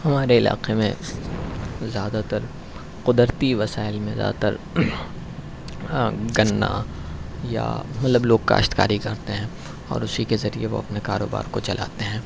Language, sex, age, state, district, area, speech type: Urdu, male, 18-30, Uttar Pradesh, Shahjahanpur, urban, spontaneous